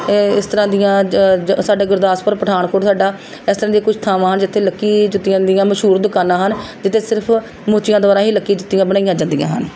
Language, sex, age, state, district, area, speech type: Punjabi, female, 45-60, Punjab, Pathankot, rural, spontaneous